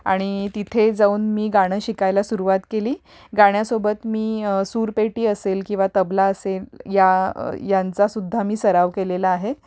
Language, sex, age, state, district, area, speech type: Marathi, female, 30-45, Maharashtra, Pune, urban, spontaneous